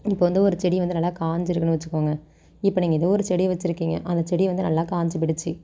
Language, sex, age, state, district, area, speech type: Tamil, female, 18-30, Tamil Nadu, Thanjavur, rural, spontaneous